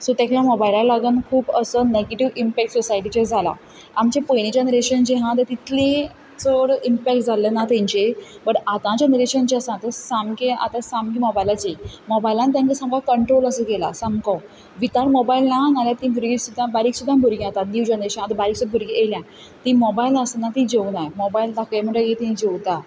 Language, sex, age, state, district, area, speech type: Goan Konkani, female, 18-30, Goa, Quepem, rural, spontaneous